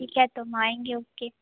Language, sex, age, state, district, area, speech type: Hindi, female, 18-30, Bihar, Darbhanga, rural, conversation